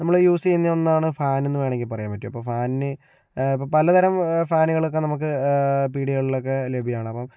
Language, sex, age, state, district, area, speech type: Malayalam, male, 60+, Kerala, Kozhikode, urban, spontaneous